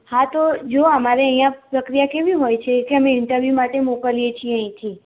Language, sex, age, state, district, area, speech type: Gujarati, female, 18-30, Gujarat, Mehsana, rural, conversation